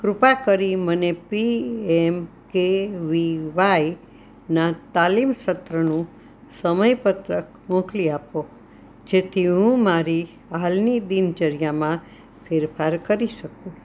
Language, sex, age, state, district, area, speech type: Gujarati, female, 60+, Gujarat, Anand, urban, spontaneous